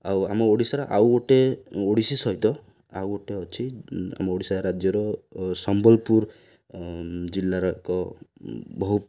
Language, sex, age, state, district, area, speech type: Odia, male, 30-45, Odisha, Ganjam, urban, spontaneous